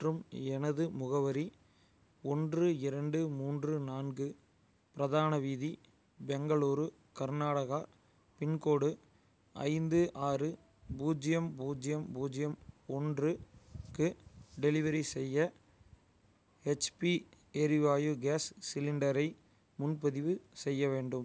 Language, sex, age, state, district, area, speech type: Tamil, male, 18-30, Tamil Nadu, Madurai, rural, read